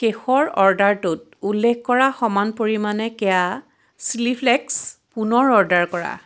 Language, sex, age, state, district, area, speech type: Assamese, female, 45-60, Assam, Biswanath, rural, read